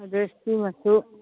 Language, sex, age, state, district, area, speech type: Manipuri, female, 45-60, Manipur, Kangpokpi, urban, conversation